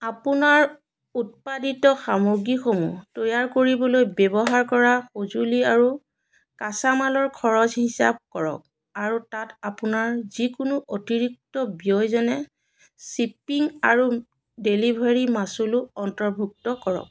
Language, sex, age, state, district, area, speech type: Assamese, female, 45-60, Assam, Biswanath, rural, read